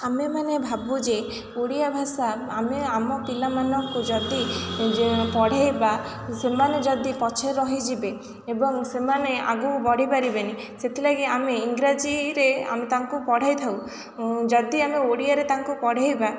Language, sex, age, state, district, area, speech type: Odia, female, 18-30, Odisha, Kendrapara, urban, spontaneous